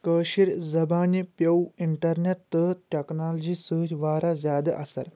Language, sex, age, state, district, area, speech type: Kashmiri, male, 18-30, Jammu and Kashmir, Kulgam, rural, spontaneous